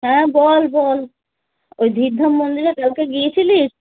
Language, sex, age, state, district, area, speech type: Bengali, female, 30-45, West Bengal, Darjeeling, urban, conversation